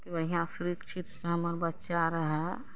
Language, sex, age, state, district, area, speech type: Maithili, female, 45-60, Bihar, Araria, rural, spontaneous